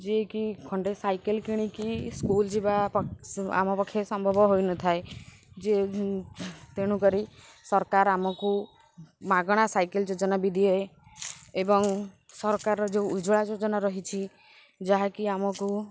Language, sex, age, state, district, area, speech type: Odia, female, 18-30, Odisha, Kendrapara, urban, spontaneous